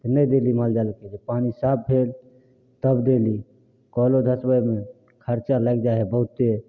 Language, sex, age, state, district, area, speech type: Maithili, male, 18-30, Bihar, Samastipur, rural, spontaneous